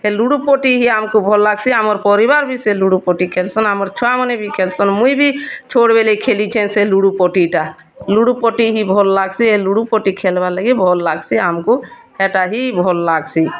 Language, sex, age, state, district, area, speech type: Odia, female, 45-60, Odisha, Bargarh, urban, spontaneous